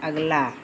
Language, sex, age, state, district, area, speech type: Hindi, female, 60+, Uttar Pradesh, Mau, urban, read